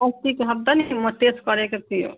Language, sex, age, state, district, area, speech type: Nepali, female, 45-60, West Bengal, Jalpaiguri, rural, conversation